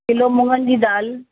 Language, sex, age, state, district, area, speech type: Sindhi, female, 60+, Uttar Pradesh, Lucknow, urban, conversation